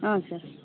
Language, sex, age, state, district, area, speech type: Kannada, female, 30-45, Karnataka, Vijayanagara, rural, conversation